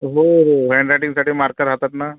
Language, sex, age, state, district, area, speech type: Marathi, male, 45-60, Maharashtra, Akola, rural, conversation